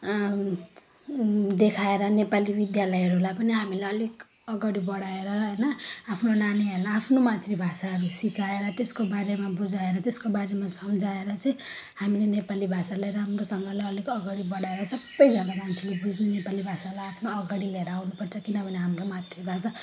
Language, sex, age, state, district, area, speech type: Nepali, female, 30-45, West Bengal, Jalpaiguri, rural, spontaneous